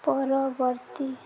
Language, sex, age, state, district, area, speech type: Odia, female, 18-30, Odisha, Nuapada, urban, read